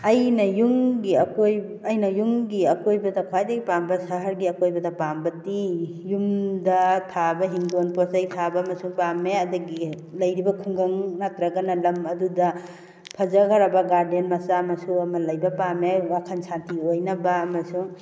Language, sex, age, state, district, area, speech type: Manipuri, female, 45-60, Manipur, Kakching, rural, spontaneous